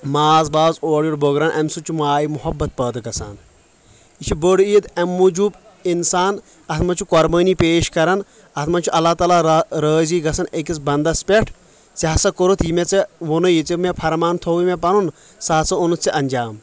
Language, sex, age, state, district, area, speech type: Kashmiri, male, 30-45, Jammu and Kashmir, Kulgam, rural, spontaneous